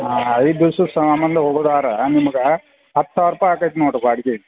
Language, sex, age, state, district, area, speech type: Kannada, male, 45-60, Karnataka, Belgaum, rural, conversation